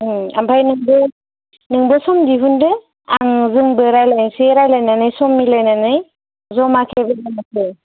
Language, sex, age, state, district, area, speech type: Bodo, female, 18-30, Assam, Kokrajhar, rural, conversation